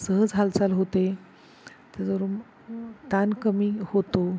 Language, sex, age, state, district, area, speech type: Marathi, female, 45-60, Maharashtra, Satara, urban, spontaneous